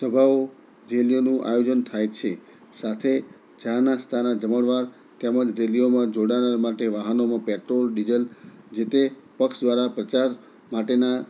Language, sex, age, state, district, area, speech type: Gujarati, male, 60+, Gujarat, Anand, urban, spontaneous